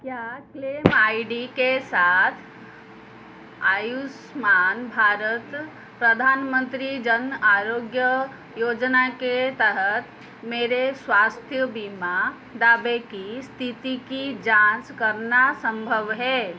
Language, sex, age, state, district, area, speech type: Hindi, female, 30-45, Madhya Pradesh, Seoni, urban, read